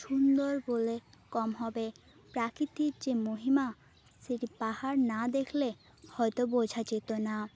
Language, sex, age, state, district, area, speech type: Bengali, female, 18-30, West Bengal, Jhargram, rural, spontaneous